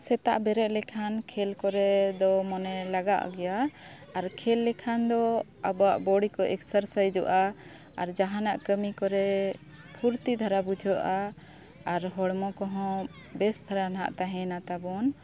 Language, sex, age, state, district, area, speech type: Santali, female, 30-45, Jharkhand, Bokaro, rural, spontaneous